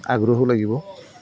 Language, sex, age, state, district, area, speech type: Assamese, male, 45-60, Assam, Goalpara, urban, spontaneous